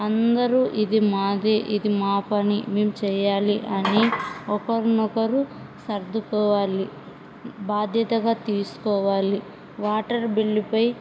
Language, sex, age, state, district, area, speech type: Telugu, female, 30-45, Andhra Pradesh, Kurnool, rural, spontaneous